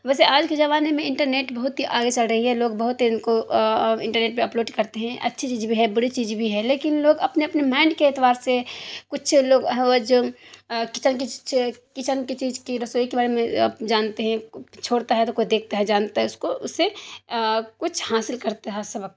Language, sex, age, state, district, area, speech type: Urdu, female, 30-45, Bihar, Darbhanga, rural, spontaneous